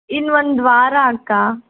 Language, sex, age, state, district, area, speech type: Kannada, female, 18-30, Karnataka, Bangalore Urban, urban, conversation